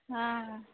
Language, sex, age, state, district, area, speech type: Maithili, female, 60+, Bihar, Purnia, urban, conversation